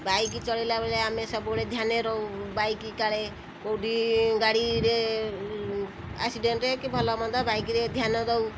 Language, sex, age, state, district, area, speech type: Odia, female, 45-60, Odisha, Kendrapara, urban, spontaneous